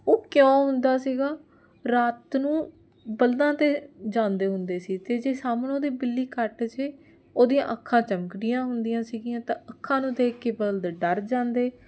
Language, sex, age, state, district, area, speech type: Punjabi, female, 18-30, Punjab, Jalandhar, urban, spontaneous